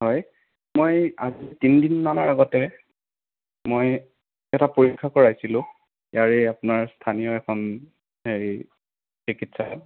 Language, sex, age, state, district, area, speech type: Assamese, male, 18-30, Assam, Sonitpur, rural, conversation